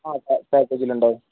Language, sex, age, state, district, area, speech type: Malayalam, male, 18-30, Kerala, Wayanad, rural, conversation